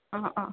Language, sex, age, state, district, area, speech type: Assamese, female, 30-45, Assam, Goalpara, urban, conversation